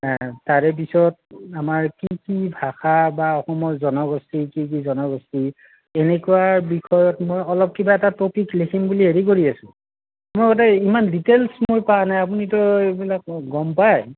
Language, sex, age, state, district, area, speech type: Assamese, male, 45-60, Assam, Kamrup Metropolitan, urban, conversation